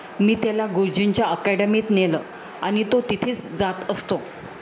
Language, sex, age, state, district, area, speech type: Marathi, female, 45-60, Maharashtra, Jalna, urban, read